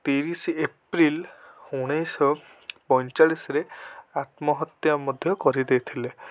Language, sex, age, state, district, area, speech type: Odia, male, 18-30, Odisha, Cuttack, urban, spontaneous